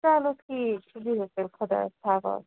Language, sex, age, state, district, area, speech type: Kashmiri, female, 45-60, Jammu and Kashmir, Srinagar, urban, conversation